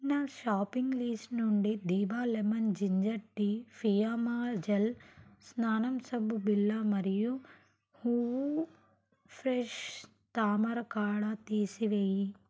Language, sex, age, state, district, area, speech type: Telugu, female, 18-30, Telangana, Nalgonda, rural, read